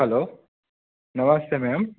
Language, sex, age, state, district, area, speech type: Gujarati, male, 30-45, Gujarat, Mehsana, rural, conversation